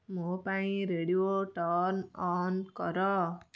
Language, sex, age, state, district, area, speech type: Odia, female, 45-60, Odisha, Kendujhar, urban, read